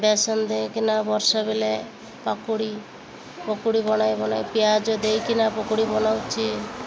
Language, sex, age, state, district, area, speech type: Odia, female, 30-45, Odisha, Malkangiri, urban, spontaneous